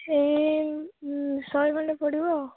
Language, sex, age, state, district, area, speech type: Odia, female, 18-30, Odisha, Jagatsinghpur, rural, conversation